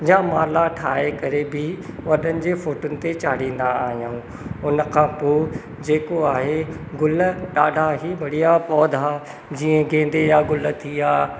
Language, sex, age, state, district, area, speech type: Sindhi, male, 30-45, Madhya Pradesh, Katni, rural, spontaneous